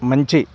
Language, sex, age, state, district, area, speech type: Telugu, male, 45-60, Telangana, Peddapalli, rural, spontaneous